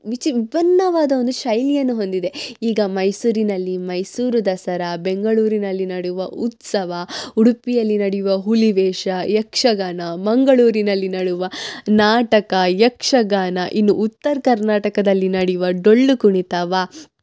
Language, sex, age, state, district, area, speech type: Kannada, female, 18-30, Karnataka, Udupi, rural, spontaneous